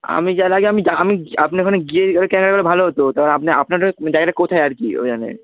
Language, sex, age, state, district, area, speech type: Bengali, male, 18-30, West Bengal, Howrah, urban, conversation